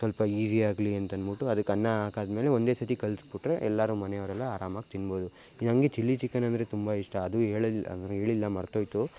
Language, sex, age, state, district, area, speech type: Kannada, male, 18-30, Karnataka, Mysore, rural, spontaneous